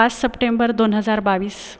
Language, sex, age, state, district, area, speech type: Marathi, female, 30-45, Maharashtra, Buldhana, urban, spontaneous